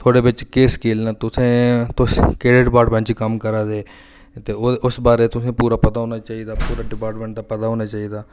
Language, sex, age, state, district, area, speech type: Dogri, male, 30-45, Jammu and Kashmir, Reasi, rural, spontaneous